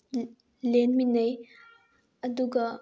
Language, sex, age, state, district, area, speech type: Manipuri, female, 18-30, Manipur, Bishnupur, rural, spontaneous